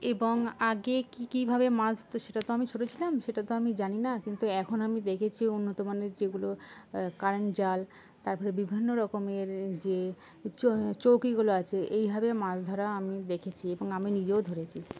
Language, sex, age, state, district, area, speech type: Bengali, female, 18-30, West Bengal, Dakshin Dinajpur, urban, spontaneous